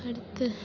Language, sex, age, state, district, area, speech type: Tamil, female, 18-30, Tamil Nadu, Perambalur, rural, spontaneous